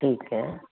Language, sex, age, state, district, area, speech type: Punjabi, female, 45-60, Punjab, Fazilka, rural, conversation